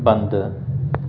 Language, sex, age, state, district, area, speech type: Sindhi, male, 45-60, Madhya Pradesh, Katni, rural, read